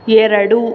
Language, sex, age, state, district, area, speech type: Kannada, female, 18-30, Karnataka, Mysore, urban, read